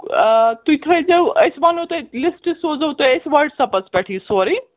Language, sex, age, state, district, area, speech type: Kashmiri, female, 18-30, Jammu and Kashmir, Srinagar, urban, conversation